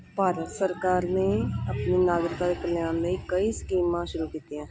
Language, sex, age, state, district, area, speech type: Punjabi, female, 30-45, Punjab, Hoshiarpur, urban, spontaneous